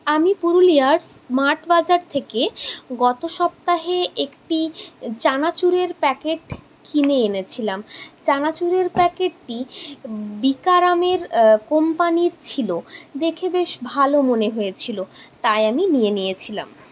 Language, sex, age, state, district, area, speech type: Bengali, female, 60+, West Bengal, Purulia, urban, spontaneous